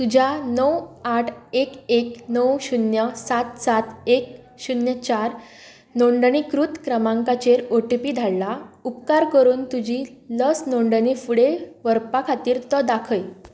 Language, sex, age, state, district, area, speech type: Goan Konkani, female, 18-30, Goa, Tiswadi, rural, read